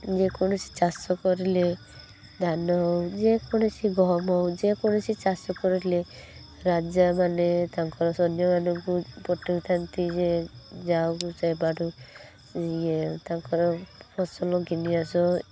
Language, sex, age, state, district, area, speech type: Odia, female, 18-30, Odisha, Balasore, rural, spontaneous